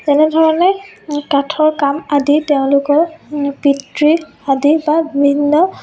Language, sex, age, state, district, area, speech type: Assamese, female, 18-30, Assam, Biswanath, rural, spontaneous